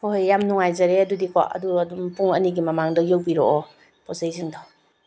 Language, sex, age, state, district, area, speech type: Manipuri, female, 30-45, Manipur, Bishnupur, rural, spontaneous